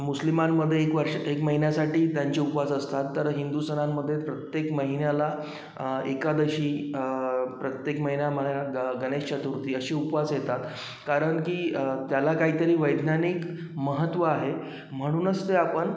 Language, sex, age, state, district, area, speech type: Marathi, male, 30-45, Maharashtra, Wardha, urban, spontaneous